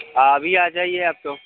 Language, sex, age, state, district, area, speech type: Hindi, male, 30-45, Madhya Pradesh, Hoshangabad, rural, conversation